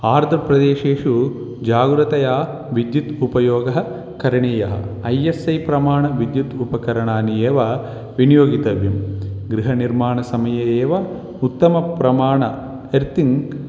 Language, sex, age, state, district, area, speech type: Sanskrit, male, 18-30, Telangana, Vikarabad, urban, spontaneous